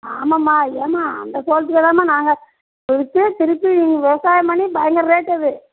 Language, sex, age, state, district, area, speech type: Tamil, female, 60+, Tamil Nadu, Perambalur, rural, conversation